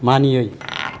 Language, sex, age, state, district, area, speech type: Bodo, male, 45-60, Assam, Kokrajhar, rural, read